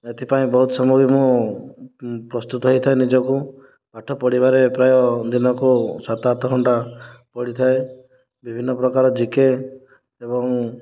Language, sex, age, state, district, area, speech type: Odia, male, 30-45, Odisha, Kandhamal, rural, spontaneous